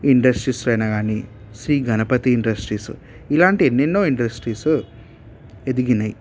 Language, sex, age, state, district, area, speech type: Telugu, male, 18-30, Telangana, Hyderabad, urban, spontaneous